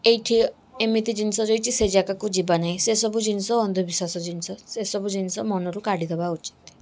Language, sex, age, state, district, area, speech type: Odia, female, 18-30, Odisha, Balasore, rural, spontaneous